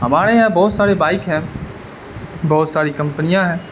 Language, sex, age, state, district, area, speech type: Urdu, male, 18-30, Bihar, Darbhanga, rural, spontaneous